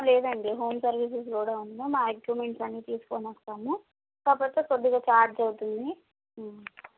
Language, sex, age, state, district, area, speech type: Telugu, female, 18-30, Andhra Pradesh, Guntur, urban, conversation